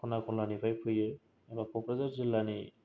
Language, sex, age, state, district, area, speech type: Bodo, male, 18-30, Assam, Kokrajhar, rural, spontaneous